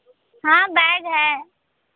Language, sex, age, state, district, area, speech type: Hindi, female, 30-45, Uttar Pradesh, Mirzapur, rural, conversation